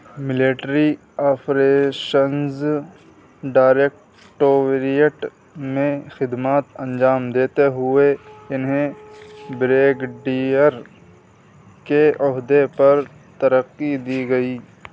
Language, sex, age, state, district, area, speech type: Urdu, male, 30-45, Uttar Pradesh, Muzaffarnagar, urban, read